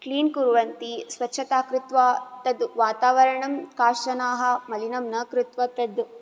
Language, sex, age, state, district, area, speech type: Sanskrit, female, 18-30, Karnataka, Bangalore Rural, urban, spontaneous